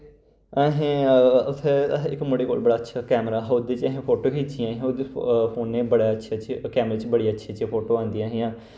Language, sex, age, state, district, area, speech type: Dogri, male, 18-30, Jammu and Kashmir, Kathua, rural, spontaneous